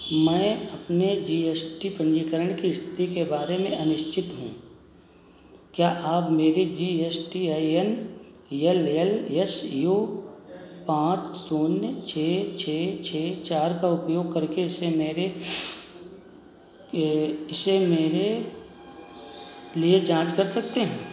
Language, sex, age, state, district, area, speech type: Hindi, male, 45-60, Uttar Pradesh, Sitapur, rural, read